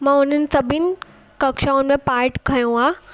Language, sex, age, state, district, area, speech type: Sindhi, female, 18-30, Gujarat, Surat, urban, spontaneous